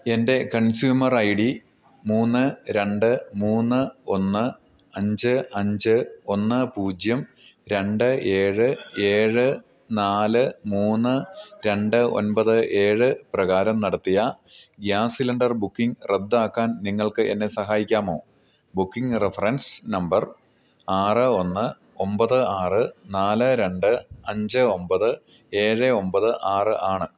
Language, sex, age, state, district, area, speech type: Malayalam, male, 45-60, Kerala, Idukki, rural, read